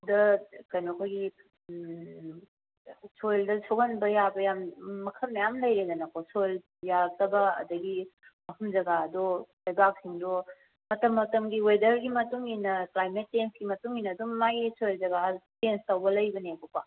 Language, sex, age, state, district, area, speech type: Manipuri, female, 30-45, Manipur, Kangpokpi, urban, conversation